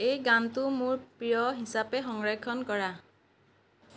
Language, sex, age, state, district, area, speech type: Assamese, female, 45-60, Assam, Lakhimpur, rural, read